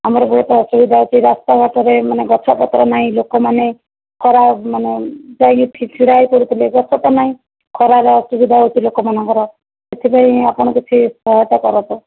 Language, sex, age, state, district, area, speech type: Odia, female, 30-45, Odisha, Jajpur, rural, conversation